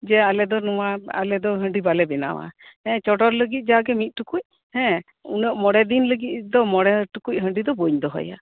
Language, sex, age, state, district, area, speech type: Santali, female, 45-60, West Bengal, Birbhum, rural, conversation